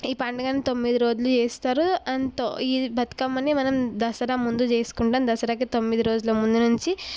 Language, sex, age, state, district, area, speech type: Telugu, female, 18-30, Telangana, Mahbubnagar, urban, spontaneous